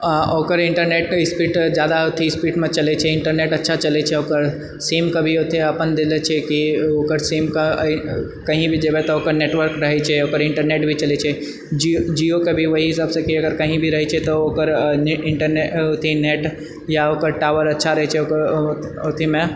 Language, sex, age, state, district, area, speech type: Maithili, male, 30-45, Bihar, Purnia, rural, spontaneous